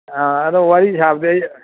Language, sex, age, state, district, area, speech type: Manipuri, male, 60+, Manipur, Thoubal, rural, conversation